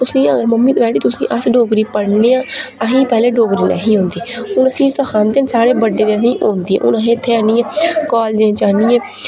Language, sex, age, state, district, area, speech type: Dogri, female, 18-30, Jammu and Kashmir, Reasi, rural, spontaneous